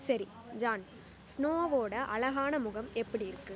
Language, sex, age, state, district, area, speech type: Tamil, female, 18-30, Tamil Nadu, Pudukkottai, rural, read